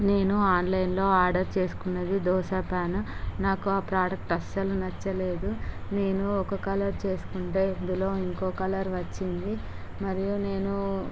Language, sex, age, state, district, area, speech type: Telugu, female, 18-30, Andhra Pradesh, Visakhapatnam, urban, spontaneous